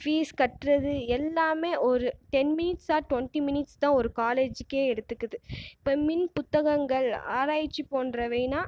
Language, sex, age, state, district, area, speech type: Tamil, female, 18-30, Tamil Nadu, Tiruchirappalli, rural, spontaneous